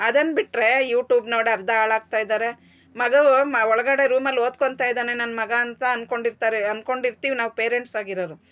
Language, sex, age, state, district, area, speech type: Kannada, female, 45-60, Karnataka, Bangalore Urban, urban, spontaneous